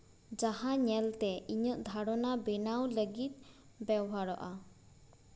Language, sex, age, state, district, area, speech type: Santali, female, 18-30, West Bengal, Purba Bardhaman, rural, spontaneous